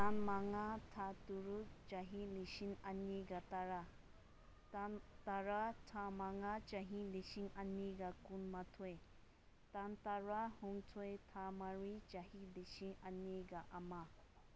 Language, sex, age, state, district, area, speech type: Manipuri, female, 18-30, Manipur, Senapati, rural, spontaneous